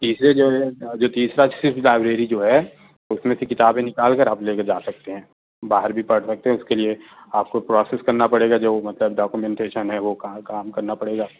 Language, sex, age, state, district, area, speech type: Urdu, male, 30-45, Uttar Pradesh, Azamgarh, rural, conversation